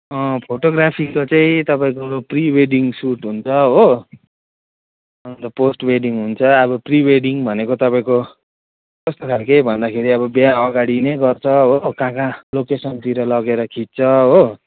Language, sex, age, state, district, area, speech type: Nepali, male, 30-45, West Bengal, Kalimpong, rural, conversation